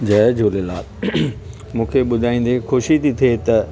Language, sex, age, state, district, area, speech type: Sindhi, male, 60+, Maharashtra, Thane, urban, spontaneous